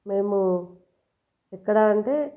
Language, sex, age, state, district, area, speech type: Telugu, female, 30-45, Telangana, Jagtial, rural, spontaneous